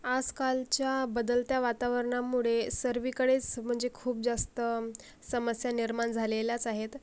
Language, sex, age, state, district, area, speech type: Marathi, female, 45-60, Maharashtra, Akola, rural, spontaneous